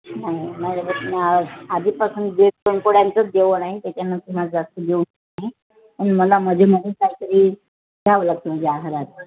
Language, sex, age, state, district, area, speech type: Marathi, female, 45-60, Maharashtra, Nagpur, urban, conversation